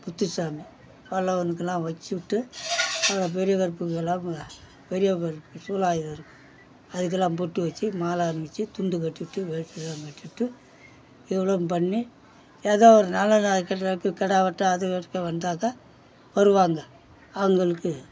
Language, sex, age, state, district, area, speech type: Tamil, male, 60+, Tamil Nadu, Perambalur, rural, spontaneous